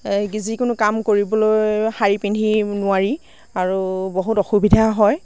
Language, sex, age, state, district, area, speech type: Assamese, female, 18-30, Assam, Darrang, rural, spontaneous